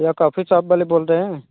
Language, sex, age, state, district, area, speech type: Hindi, male, 30-45, Uttar Pradesh, Mirzapur, rural, conversation